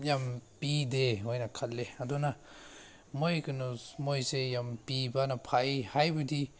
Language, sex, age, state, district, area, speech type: Manipuri, male, 30-45, Manipur, Senapati, rural, spontaneous